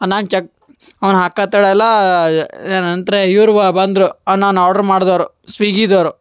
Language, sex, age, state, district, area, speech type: Kannada, male, 18-30, Karnataka, Gulbarga, urban, spontaneous